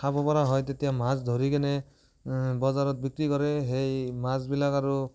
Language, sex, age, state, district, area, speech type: Assamese, male, 18-30, Assam, Barpeta, rural, spontaneous